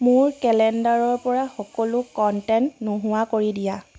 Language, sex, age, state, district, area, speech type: Assamese, female, 30-45, Assam, Sivasagar, rural, read